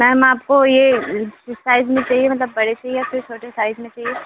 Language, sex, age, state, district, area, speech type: Hindi, female, 45-60, Madhya Pradesh, Bhopal, urban, conversation